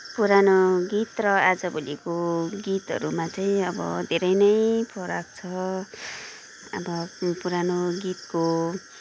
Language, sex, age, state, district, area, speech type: Nepali, female, 30-45, West Bengal, Kalimpong, rural, spontaneous